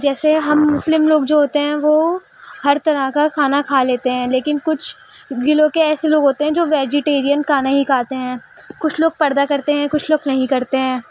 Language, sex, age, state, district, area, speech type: Urdu, female, 18-30, Delhi, East Delhi, rural, spontaneous